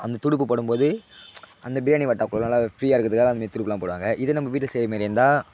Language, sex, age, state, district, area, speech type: Tamil, male, 18-30, Tamil Nadu, Tiruvannamalai, urban, spontaneous